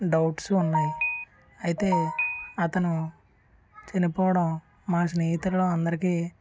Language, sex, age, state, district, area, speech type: Telugu, male, 18-30, Andhra Pradesh, Konaseema, rural, spontaneous